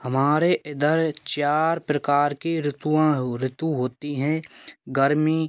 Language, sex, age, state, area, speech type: Hindi, male, 18-30, Rajasthan, rural, spontaneous